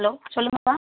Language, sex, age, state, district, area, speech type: Tamil, female, 18-30, Tamil Nadu, Madurai, rural, conversation